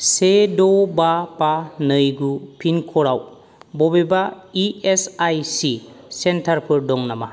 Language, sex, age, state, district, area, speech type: Bodo, male, 45-60, Assam, Kokrajhar, rural, read